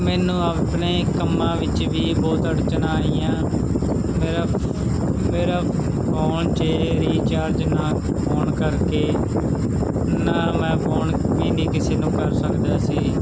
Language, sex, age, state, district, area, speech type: Punjabi, male, 18-30, Punjab, Muktsar, urban, spontaneous